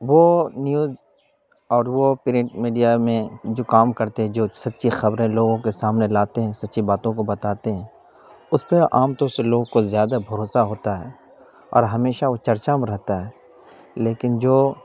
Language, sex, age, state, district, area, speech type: Urdu, male, 30-45, Bihar, Khagaria, rural, spontaneous